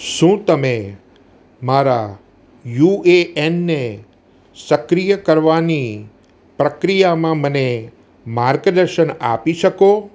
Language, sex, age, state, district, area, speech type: Gujarati, male, 60+, Gujarat, Surat, urban, read